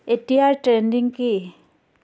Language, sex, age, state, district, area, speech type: Assamese, female, 30-45, Assam, Biswanath, rural, read